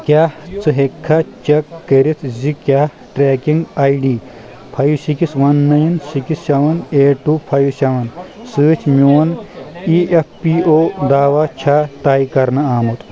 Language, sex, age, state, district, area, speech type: Kashmiri, male, 18-30, Jammu and Kashmir, Kulgam, rural, read